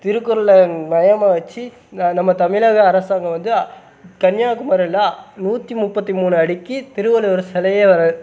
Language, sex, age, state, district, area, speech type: Tamil, male, 18-30, Tamil Nadu, Sivaganga, rural, spontaneous